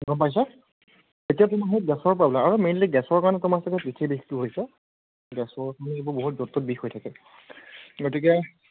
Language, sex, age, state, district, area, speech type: Assamese, male, 30-45, Assam, Morigaon, rural, conversation